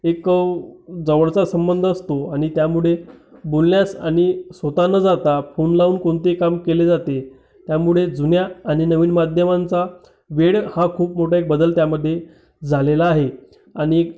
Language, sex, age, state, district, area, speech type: Marathi, male, 30-45, Maharashtra, Amravati, rural, spontaneous